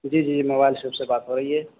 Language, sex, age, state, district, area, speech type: Urdu, male, 18-30, Uttar Pradesh, Saharanpur, urban, conversation